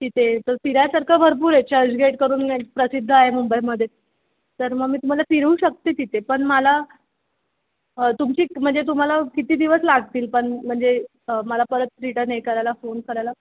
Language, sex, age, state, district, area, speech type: Marathi, female, 18-30, Maharashtra, Mumbai Suburban, urban, conversation